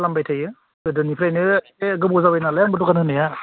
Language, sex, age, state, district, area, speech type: Bodo, male, 18-30, Assam, Udalguri, rural, conversation